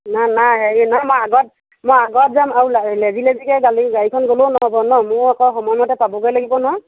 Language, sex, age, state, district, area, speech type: Assamese, female, 45-60, Assam, Sivasagar, rural, conversation